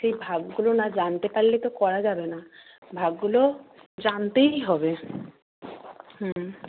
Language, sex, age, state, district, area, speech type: Bengali, female, 45-60, West Bengal, Nadia, rural, conversation